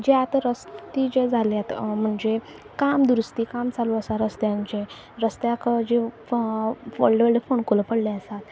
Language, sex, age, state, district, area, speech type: Goan Konkani, female, 18-30, Goa, Quepem, rural, spontaneous